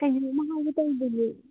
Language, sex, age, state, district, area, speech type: Manipuri, female, 18-30, Manipur, Kangpokpi, urban, conversation